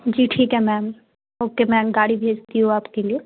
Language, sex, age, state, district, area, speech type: Hindi, female, 18-30, Madhya Pradesh, Gwalior, rural, conversation